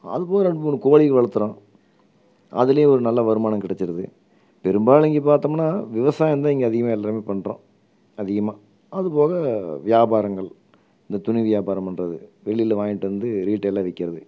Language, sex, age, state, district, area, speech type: Tamil, male, 45-60, Tamil Nadu, Erode, urban, spontaneous